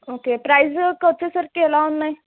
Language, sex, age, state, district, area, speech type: Telugu, female, 18-30, Telangana, Mahbubnagar, urban, conversation